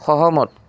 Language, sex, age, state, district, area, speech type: Assamese, male, 30-45, Assam, Biswanath, rural, read